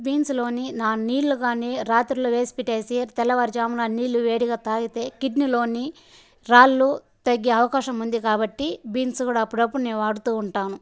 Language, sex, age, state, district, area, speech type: Telugu, female, 18-30, Andhra Pradesh, Sri Balaji, rural, spontaneous